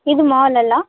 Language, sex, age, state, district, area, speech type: Kannada, female, 18-30, Karnataka, Gadag, rural, conversation